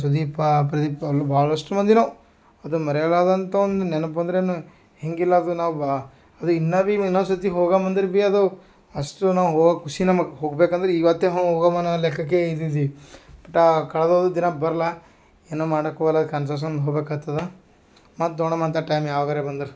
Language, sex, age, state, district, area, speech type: Kannada, male, 30-45, Karnataka, Gulbarga, urban, spontaneous